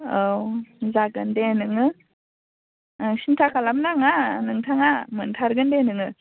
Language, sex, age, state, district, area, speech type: Bodo, female, 18-30, Assam, Baksa, rural, conversation